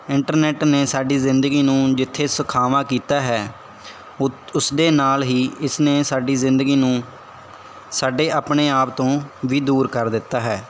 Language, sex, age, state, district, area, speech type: Punjabi, male, 18-30, Punjab, Barnala, rural, spontaneous